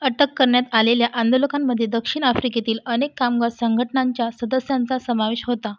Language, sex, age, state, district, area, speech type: Marathi, female, 18-30, Maharashtra, Washim, urban, read